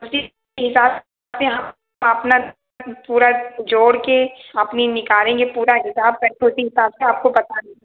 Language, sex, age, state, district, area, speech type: Hindi, female, 45-60, Uttar Pradesh, Ayodhya, rural, conversation